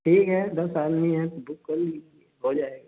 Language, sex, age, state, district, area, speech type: Hindi, male, 30-45, Uttar Pradesh, Prayagraj, rural, conversation